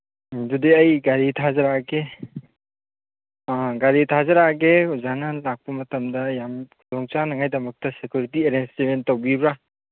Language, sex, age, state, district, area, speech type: Manipuri, male, 30-45, Manipur, Churachandpur, rural, conversation